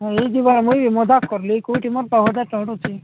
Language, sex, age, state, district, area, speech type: Odia, male, 45-60, Odisha, Nabarangpur, rural, conversation